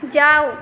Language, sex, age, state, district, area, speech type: Maithili, female, 18-30, Bihar, Saharsa, rural, read